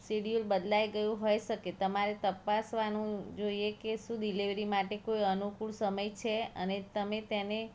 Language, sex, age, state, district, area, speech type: Gujarati, female, 30-45, Gujarat, Kheda, rural, spontaneous